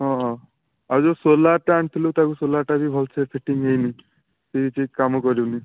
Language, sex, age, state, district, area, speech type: Odia, male, 30-45, Odisha, Puri, urban, conversation